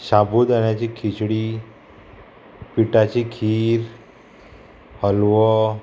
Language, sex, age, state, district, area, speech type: Goan Konkani, male, 30-45, Goa, Murmgao, rural, spontaneous